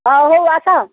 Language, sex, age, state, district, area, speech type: Odia, female, 60+, Odisha, Gajapati, rural, conversation